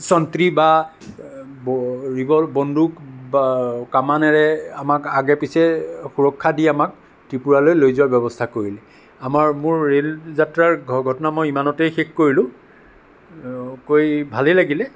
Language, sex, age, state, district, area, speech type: Assamese, male, 60+, Assam, Sonitpur, urban, spontaneous